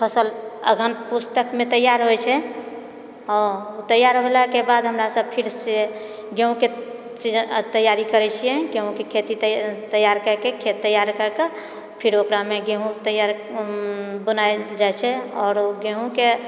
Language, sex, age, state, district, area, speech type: Maithili, female, 60+, Bihar, Purnia, rural, spontaneous